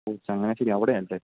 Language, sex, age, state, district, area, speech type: Malayalam, male, 18-30, Kerala, Idukki, rural, conversation